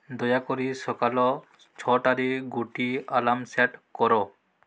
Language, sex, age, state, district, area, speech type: Odia, male, 18-30, Odisha, Balangir, urban, read